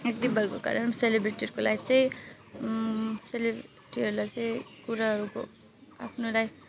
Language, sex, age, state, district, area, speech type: Nepali, female, 30-45, West Bengal, Alipurduar, rural, spontaneous